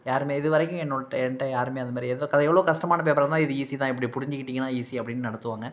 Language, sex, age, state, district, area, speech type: Tamil, male, 45-60, Tamil Nadu, Thanjavur, rural, spontaneous